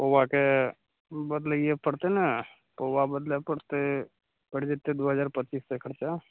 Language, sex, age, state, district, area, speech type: Maithili, male, 18-30, Bihar, Madhepura, rural, conversation